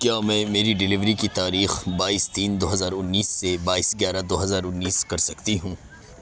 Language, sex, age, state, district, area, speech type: Urdu, male, 30-45, Uttar Pradesh, Lucknow, urban, read